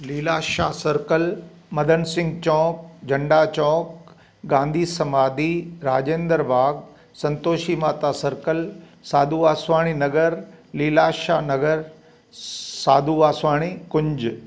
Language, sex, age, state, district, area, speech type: Sindhi, male, 60+, Gujarat, Kutch, rural, spontaneous